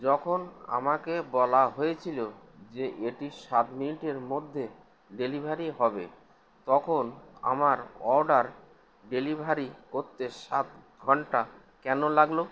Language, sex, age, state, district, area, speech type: Bengali, male, 60+, West Bengal, Howrah, urban, read